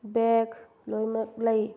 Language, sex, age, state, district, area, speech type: Manipuri, female, 30-45, Manipur, Bishnupur, rural, spontaneous